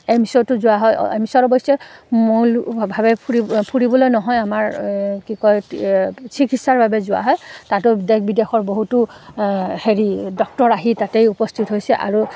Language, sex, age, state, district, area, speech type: Assamese, female, 30-45, Assam, Udalguri, rural, spontaneous